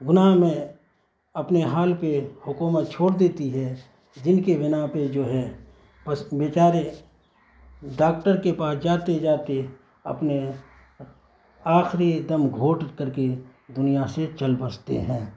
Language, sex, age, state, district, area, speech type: Urdu, male, 45-60, Bihar, Saharsa, rural, spontaneous